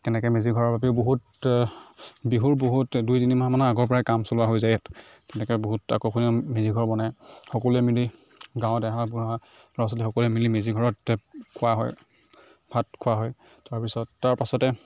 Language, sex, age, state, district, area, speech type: Assamese, male, 45-60, Assam, Morigaon, rural, spontaneous